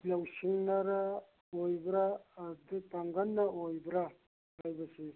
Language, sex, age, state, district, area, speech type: Manipuri, male, 60+, Manipur, Churachandpur, urban, conversation